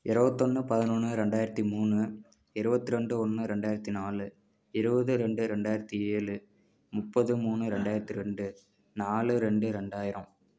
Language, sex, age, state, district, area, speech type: Tamil, male, 18-30, Tamil Nadu, Namakkal, rural, spontaneous